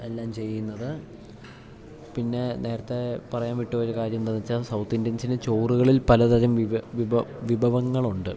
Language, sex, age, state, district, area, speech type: Malayalam, male, 18-30, Kerala, Idukki, rural, spontaneous